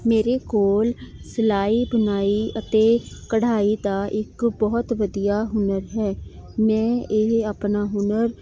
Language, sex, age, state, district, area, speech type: Punjabi, female, 45-60, Punjab, Jalandhar, urban, spontaneous